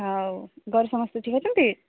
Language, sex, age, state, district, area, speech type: Odia, female, 30-45, Odisha, Sambalpur, rural, conversation